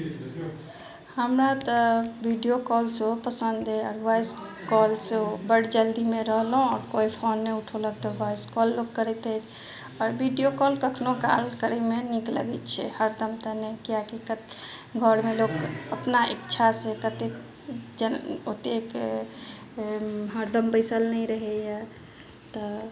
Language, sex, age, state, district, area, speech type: Maithili, female, 45-60, Bihar, Madhubani, rural, spontaneous